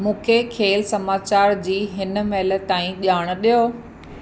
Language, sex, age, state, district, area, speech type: Sindhi, female, 45-60, Maharashtra, Mumbai Suburban, urban, read